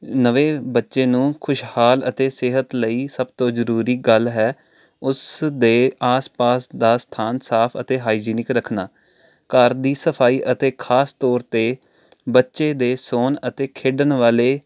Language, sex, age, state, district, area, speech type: Punjabi, male, 18-30, Punjab, Jalandhar, urban, spontaneous